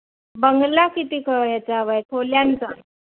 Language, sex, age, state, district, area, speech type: Marathi, female, 30-45, Maharashtra, Palghar, urban, conversation